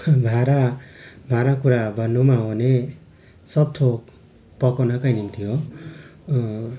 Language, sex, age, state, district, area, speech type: Nepali, male, 30-45, West Bengal, Darjeeling, rural, spontaneous